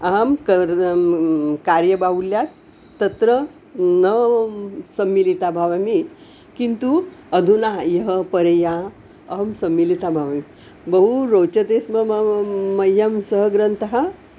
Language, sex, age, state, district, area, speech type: Sanskrit, female, 60+, Maharashtra, Nagpur, urban, spontaneous